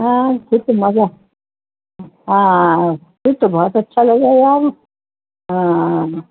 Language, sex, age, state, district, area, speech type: Urdu, female, 60+, Uttar Pradesh, Rampur, urban, conversation